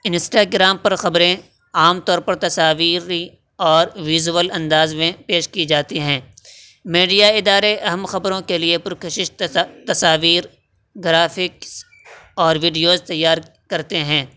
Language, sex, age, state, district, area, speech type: Urdu, male, 18-30, Uttar Pradesh, Saharanpur, urban, spontaneous